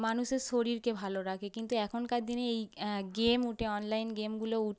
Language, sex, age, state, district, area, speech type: Bengali, female, 18-30, West Bengal, North 24 Parganas, urban, spontaneous